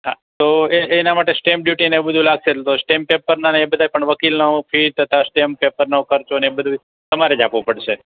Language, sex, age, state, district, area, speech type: Gujarati, male, 60+, Gujarat, Rajkot, urban, conversation